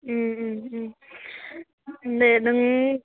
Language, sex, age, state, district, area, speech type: Bodo, female, 18-30, Assam, Udalguri, urban, conversation